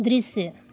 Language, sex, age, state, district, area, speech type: Hindi, female, 45-60, Uttar Pradesh, Mau, rural, read